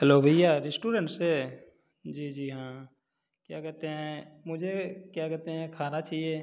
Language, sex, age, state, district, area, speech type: Hindi, male, 30-45, Uttar Pradesh, Prayagraj, urban, spontaneous